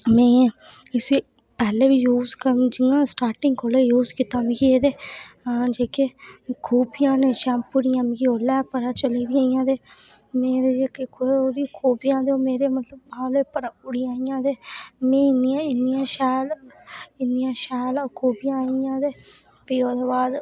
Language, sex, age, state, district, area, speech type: Dogri, female, 18-30, Jammu and Kashmir, Reasi, rural, spontaneous